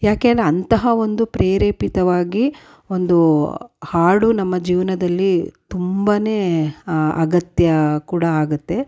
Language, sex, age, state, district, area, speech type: Kannada, female, 45-60, Karnataka, Mysore, urban, spontaneous